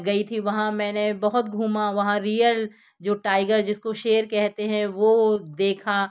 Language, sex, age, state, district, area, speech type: Hindi, female, 60+, Madhya Pradesh, Jabalpur, urban, spontaneous